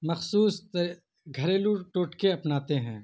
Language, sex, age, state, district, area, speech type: Urdu, male, 18-30, Bihar, Purnia, rural, spontaneous